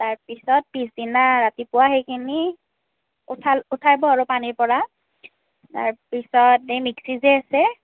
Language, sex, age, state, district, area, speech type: Assamese, female, 18-30, Assam, Nalbari, rural, conversation